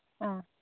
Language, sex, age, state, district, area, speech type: Manipuri, female, 18-30, Manipur, Chandel, rural, conversation